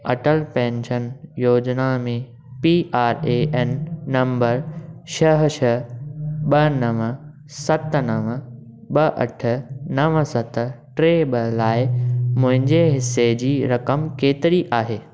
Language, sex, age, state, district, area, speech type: Sindhi, male, 18-30, Maharashtra, Thane, urban, read